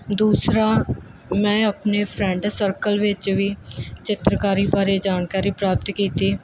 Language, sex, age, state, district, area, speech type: Punjabi, female, 18-30, Punjab, Muktsar, rural, spontaneous